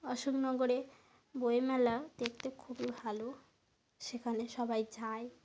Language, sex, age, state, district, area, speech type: Bengali, female, 45-60, West Bengal, North 24 Parganas, rural, spontaneous